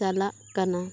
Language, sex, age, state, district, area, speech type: Santali, female, 18-30, West Bengal, Purba Bardhaman, rural, spontaneous